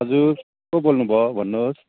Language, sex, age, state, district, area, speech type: Nepali, male, 30-45, West Bengal, Kalimpong, rural, conversation